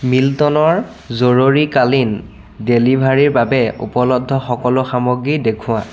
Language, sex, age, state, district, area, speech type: Assamese, male, 18-30, Assam, Biswanath, rural, read